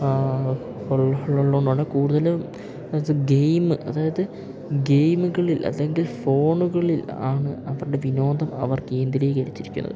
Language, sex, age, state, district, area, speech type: Malayalam, male, 18-30, Kerala, Idukki, rural, spontaneous